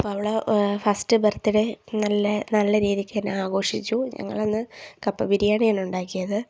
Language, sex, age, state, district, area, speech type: Malayalam, female, 18-30, Kerala, Idukki, rural, spontaneous